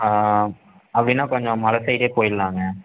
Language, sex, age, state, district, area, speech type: Tamil, male, 18-30, Tamil Nadu, Erode, urban, conversation